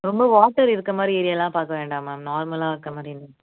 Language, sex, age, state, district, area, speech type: Tamil, female, 30-45, Tamil Nadu, Chennai, urban, conversation